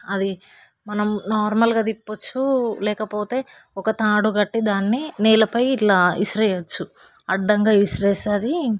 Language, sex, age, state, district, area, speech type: Telugu, female, 18-30, Telangana, Hyderabad, urban, spontaneous